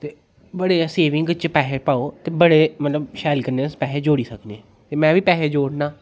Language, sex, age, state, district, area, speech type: Dogri, male, 30-45, Jammu and Kashmir, Udhampur, rural, spontaneous